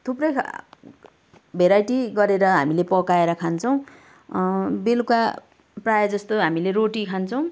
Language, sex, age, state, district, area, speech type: Nepali, female, 30-45, West Bengal, Kalimpong, rural, spontaneous